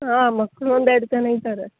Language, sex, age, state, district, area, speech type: Kannada, female, 18-30, Karnataka, Uttara Kannada, rural, conversation